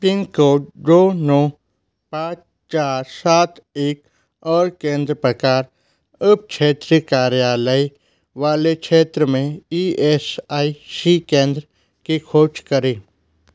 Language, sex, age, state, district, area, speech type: Hindi, male, 30-45, Madhya Pradesh, Bhopal, urban, read